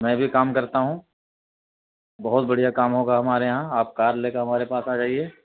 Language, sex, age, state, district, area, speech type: Urdu, male, 30-45, Uttar Pradesh, Gautam Buddha Nagar, urban, conversation